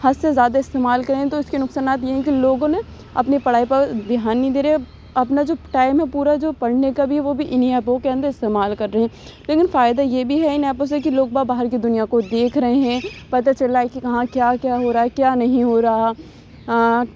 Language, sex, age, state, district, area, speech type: Urdu, female, 18-30, Uttar Pradesh, Aligarh, urban, spontaneous